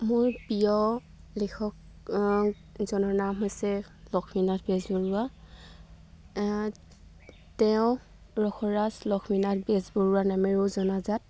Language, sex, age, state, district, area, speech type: Assamese, female, 18-30, Assam, Golaghat, urban, spontaneous